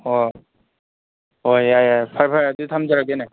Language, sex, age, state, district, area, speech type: Manipuri, male, 30-45, Manipur, Kangpokpi, urban, conversation